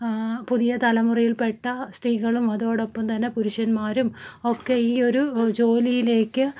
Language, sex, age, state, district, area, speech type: Malayalam, female, 30-45, Kerala, Malappuram, rural, spontaneous